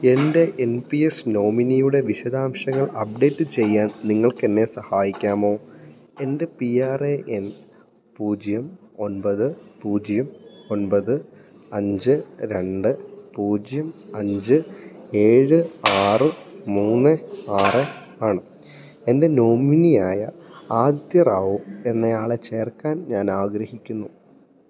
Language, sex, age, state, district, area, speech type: Malayalam, male, 18-30, Kerala, Idukki, rural, read